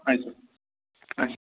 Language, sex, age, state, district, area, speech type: Kashmiri, male, 30-45, Jammu and Kashmir, Bandipora, rural, conversation